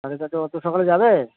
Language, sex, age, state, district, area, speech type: Bengali, male, 60+, West Bengal, Purba Bardhaman, rural, conversation